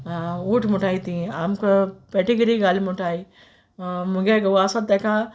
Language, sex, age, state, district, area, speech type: Goan Konkani, female, 45-60, Goa, Quepem, rural, spontaneous